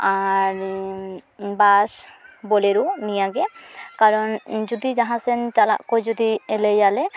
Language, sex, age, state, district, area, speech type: Santali, female, 18-30, West Bengal, Purulia, rural, spontaneous